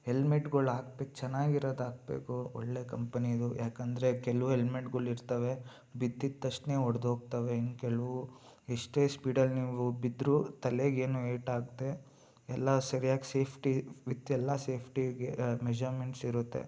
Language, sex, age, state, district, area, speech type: Kannada, male, 18-30, Karnataka, Mysore, urban, spontaneous